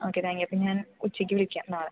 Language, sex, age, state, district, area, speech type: Malayalam, female, 18-30, Kerala, Thrissur, rural, conversation